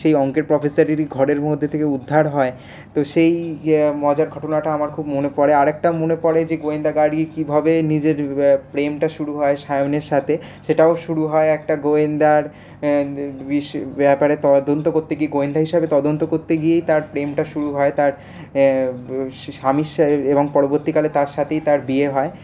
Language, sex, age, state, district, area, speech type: Bengali, male, 18-30, West Bengal, Paschim Bardhaman, urban, spontaneous